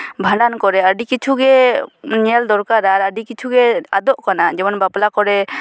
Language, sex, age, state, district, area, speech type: Santali, female, 18-30, West Bengal, Purba Bardhaman, rural, spontaneous